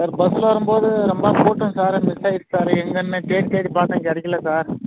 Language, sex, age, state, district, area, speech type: Tamil, male, 30-45, Tamil Nadu, Krishnagiri, rural, conversation